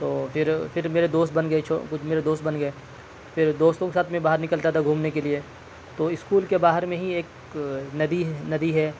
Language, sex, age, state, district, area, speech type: Urdu, male, 18-30, Delhi, South Delhi, urban, spontaneous